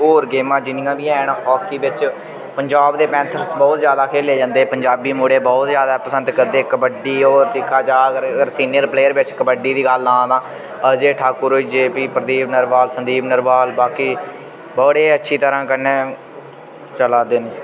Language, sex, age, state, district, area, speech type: Dogri, male, 18-30, Jammu and Kashmir, Udhampur, rural, spontaneous